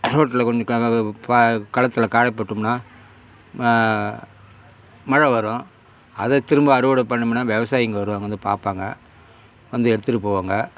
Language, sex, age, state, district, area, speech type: Tamil, male, 60+, Tamil Nadu, Kallakurichi, urban, spontaneous